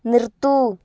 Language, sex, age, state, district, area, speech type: Malayalam, female, 18-30, Kerala, Kozhikode, urban, read